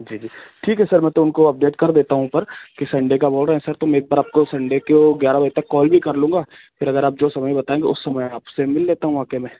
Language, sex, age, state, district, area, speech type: Hindi, male, 30-45, Madhya Pradesh, Ujjain, urban, conversation